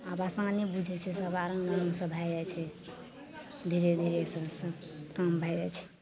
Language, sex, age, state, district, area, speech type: Maithili, female, 30-45, Bihar, Madhepura, rural, spontaneous